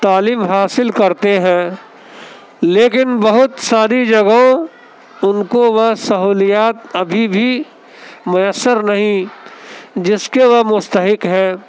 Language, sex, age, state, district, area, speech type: Urdu, male, 18-30, Delhi, Central Delhi, urban, spontaneous